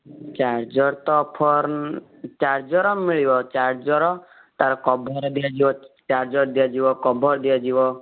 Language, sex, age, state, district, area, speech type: Odia, male, 18-30, Odisha, Kendujhar, urban, conversation